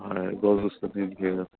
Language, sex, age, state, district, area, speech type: Assamese, male, 45-60, Assam, Dibrugarh, rural, conversation